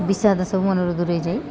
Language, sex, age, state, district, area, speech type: Odia, female, 30-45, Odisha, Koraput, urban, spontaneous